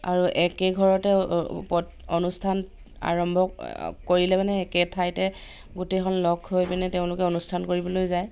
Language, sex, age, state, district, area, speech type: Assamese, female, 30-45, Assam, Dhemaji, rural, spontaneous